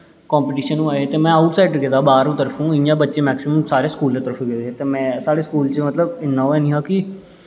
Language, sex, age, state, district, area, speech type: Dogri, male, 18-30, Jammu and Kashmir, Jammu, urban, spontaneous